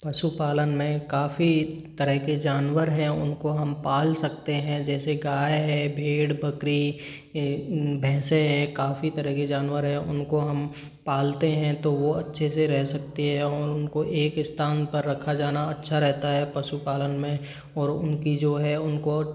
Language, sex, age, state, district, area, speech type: Hindi, male, 45-60, Rajasthan, Karauli, rural, spontaneous